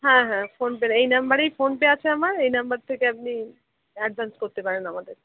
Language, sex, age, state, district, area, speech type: Bengali, female, 18-30, West Bengal, Dakshin Dinajpur, urban, conversation